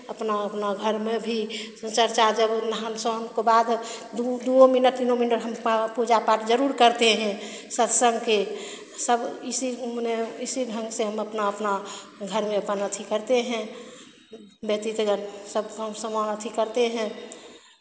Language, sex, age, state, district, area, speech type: Hindi, female, 60+, Bihar, Begusarai, rural, spontaneous